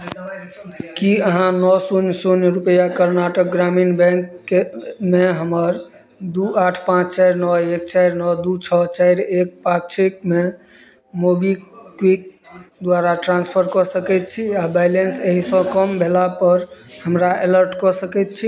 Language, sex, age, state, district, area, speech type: Maithili, male, 30-45, Bihar, Madhubani, rural, read